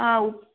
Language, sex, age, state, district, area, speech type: Kannada, female, 18-30, Karnataka, Tumkur, rural, conversation